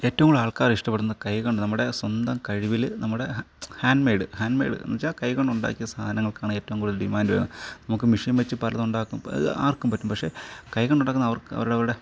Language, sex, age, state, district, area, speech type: Malayalam, male, 30-45, Kerala, Thiruvananthapuram, rural, spontaneous